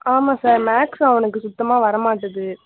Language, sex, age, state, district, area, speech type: Tamil, female, 18-30, Tamil Nadu, Nagapattinam, rural, conversation